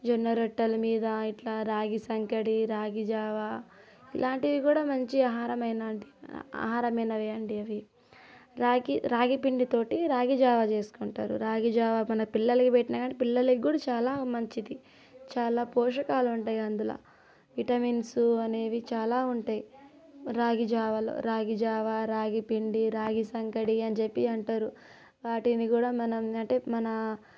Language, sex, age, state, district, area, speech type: Telugu, female, 30-45, Telangana, Nalgonda, rural, spontaneous